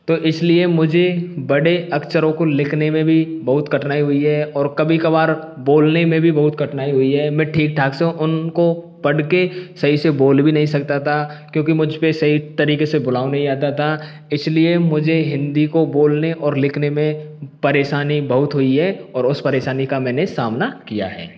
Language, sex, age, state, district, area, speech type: Hindi, male, 18-30, Rajasthan, Karauli, rural, spontaneous